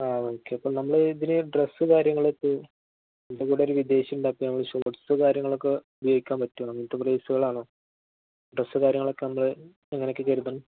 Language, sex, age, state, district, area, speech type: Malayalam, male, 18-30, Kerala, Malappuram, rural, conversation